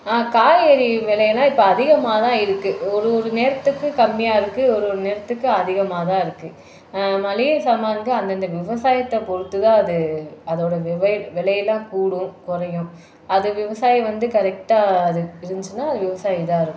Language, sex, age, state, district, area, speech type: Tamil, female, 30-45, Tamil Nadu, Madurai, urban, spontaneous